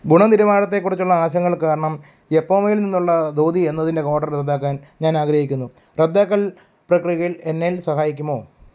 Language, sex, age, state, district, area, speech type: Malayalam, male, 30-45, Kerala, Pathanamthitta, rural, read